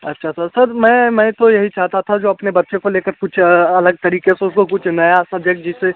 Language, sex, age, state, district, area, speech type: Hindi, male, 18-30, Bihar, Darbhanga, rural, conversation